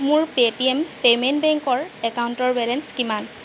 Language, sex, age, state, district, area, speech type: Assamese, female, 18-30, Assam, Golaghat, rural, read